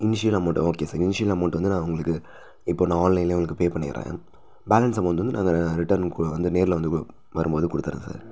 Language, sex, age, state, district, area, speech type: Tamil, male, 30-45, Tamil Nadu, Thanjavur, rural, spontaneous